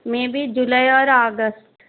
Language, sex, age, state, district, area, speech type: Telugu, female, 30-45, Telangana, Medchal, rural, conversation